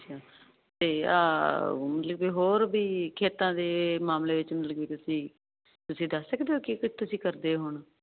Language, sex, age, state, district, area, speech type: Punjabi, female, 30-45, Punjab, Fazilka, rural, conversation